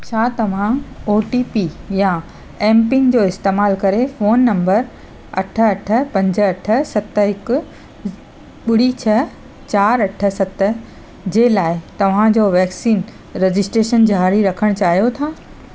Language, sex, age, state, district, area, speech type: Sindhi, female, 45-60, Gujarat, Surat, urban, read